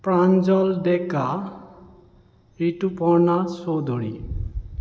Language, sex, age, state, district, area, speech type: Assamese, male, 30-45, Assam, Sonitpur, rural, spontaneous